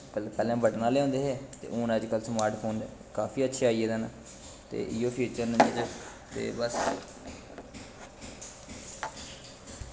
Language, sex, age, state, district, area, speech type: Dogri, male, 18-30, Jammu and Kashmir, Kathua, rural, spontaneous